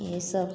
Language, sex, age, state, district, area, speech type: Hindi, female, 30-45, Bihar, Samastipur, rural, spontaneous